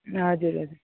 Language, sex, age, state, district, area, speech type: Nepali, female, 30-45, West Bengal, Jalpaiguri, rural, conversation